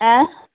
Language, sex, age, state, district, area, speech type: Assamese, female, 30-45, Assam, Majuli, urban, conversation